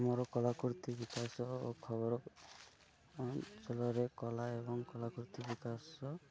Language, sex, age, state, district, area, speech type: Odia, male, 30-45, Odisha, Malkangiri, urban, spontaneous